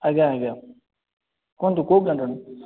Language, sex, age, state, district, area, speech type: Odia, male, 18-30, Odisha, Jajpur, rural, conversation